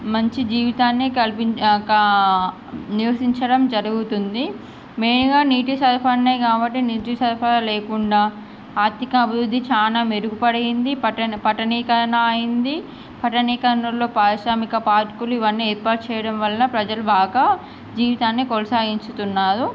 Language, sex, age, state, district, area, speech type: Telugu, female, 18-30, Andhra Pradesh, Srikakulam, urban, spontaneous